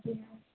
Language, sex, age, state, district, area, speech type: Punjabi, female, 18-30, Punjab, Fazilka, rural, conversation